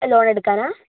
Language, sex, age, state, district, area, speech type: Malayalam, female, 18-30, Kerala, Wayanad, rural, conversation